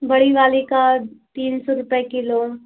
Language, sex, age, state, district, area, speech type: Hindi, female, 18-30, Uttar Pradesh, Azamgarh, urban, conversation